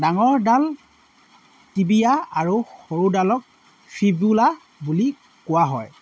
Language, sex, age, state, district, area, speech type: Assamese, male, 30-45, Assam, Sivasagar, rural, spontaneous